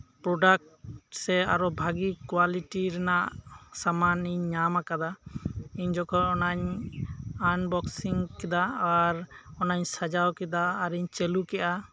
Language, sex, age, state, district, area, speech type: Santali, male, 30-45, West Bengal, Birbhum, rural, spontaneous